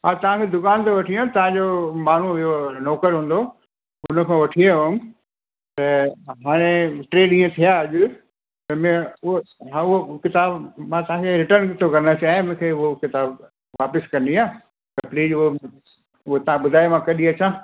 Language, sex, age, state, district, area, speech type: Sindhi, male, 60+, Delhi, South Delhi, urban, conversation